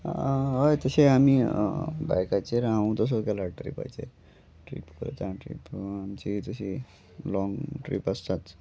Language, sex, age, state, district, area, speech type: Goan Konkani, male, 30-45, Goa, Salcete, rural, spontaneous